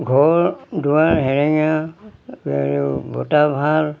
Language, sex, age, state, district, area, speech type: Assamese, male, 60+, Assam, Golaghat, rural, spontaneous